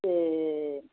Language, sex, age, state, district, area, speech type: Bodo, female, 60+, Assam, Kokrajhar, rural, conversation